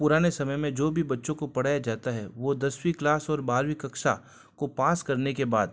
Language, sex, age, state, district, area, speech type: Hindi, male, 45-60, Rajasthan, Jodhpur, urban, spontaneous